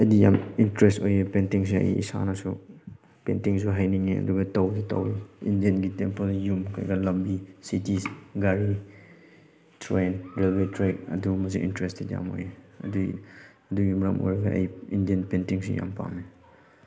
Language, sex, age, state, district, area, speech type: Manipuri, male, 18-30, Manipur, Chandel, rural, spontaneous